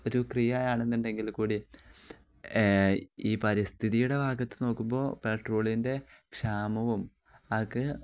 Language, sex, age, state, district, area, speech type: Malayalam, male, 18-30, Kerala, Kozhikode, rural, spontaneous